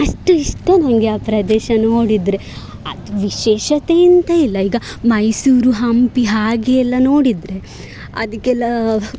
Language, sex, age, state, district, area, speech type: Kannada, female, 18-30, Karnataka, Dakshina Kannada, urban, spontaneous